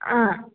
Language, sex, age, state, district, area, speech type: Kannada, female, 18-30, Karnataka, Hassan, urban, conversation